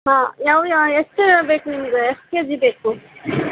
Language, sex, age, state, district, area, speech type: Kannada, female, 30-45, Karnataka, Gadag, rural, conversation